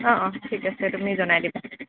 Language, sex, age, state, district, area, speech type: Assamese, female, 30-45, Assam, Morigaon, rural, conversation